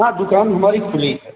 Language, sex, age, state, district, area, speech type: Hindi, male, 45-60, Uttar Pradesh, Azamgarh, rural, conversation